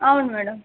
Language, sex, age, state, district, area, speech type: Telugu, female, 60+, Andhra Pradesh, Visakhapatnam, urban, conversation